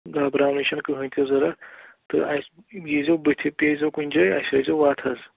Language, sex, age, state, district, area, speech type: Kashmiri, male, 18-30, Jammu and Kashmir, Pulwama, rural, conversation